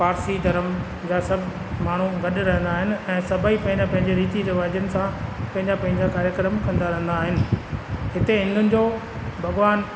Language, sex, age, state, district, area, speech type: Sindhi, male, 45-60, Rajasthan, Ajmer, urban, spontaneous